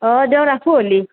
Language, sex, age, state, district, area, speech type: Assamese, female, 18-30, Assam, Nalbari, rural, conversation